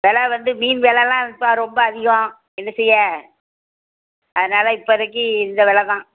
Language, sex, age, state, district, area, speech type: Tamil, female, 60+, Tamil Nadu, Thoothukudi, rural, conversation